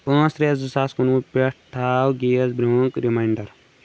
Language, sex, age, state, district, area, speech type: Kashmiri, male, 18-30, Jammu and Kashmir, Shopian, rural, read